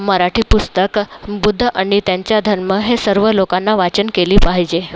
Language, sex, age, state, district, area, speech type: Marathi, female, 30-45, Maharashtra, Nagpur, urban, spontaneous